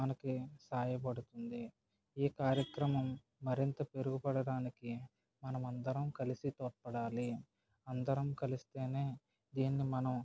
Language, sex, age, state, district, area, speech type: Telugu, male, 30-45, Andhra Pradesh, Kakinada, rural, spontaneous